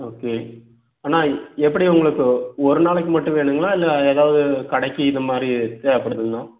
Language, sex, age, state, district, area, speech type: Tamil, male, 30-45, Tamil Nadu, Erode, rural, conversation